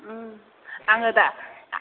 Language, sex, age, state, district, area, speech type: Bodo, female, 45-60, Assam, Kokrajhar, rural, conversation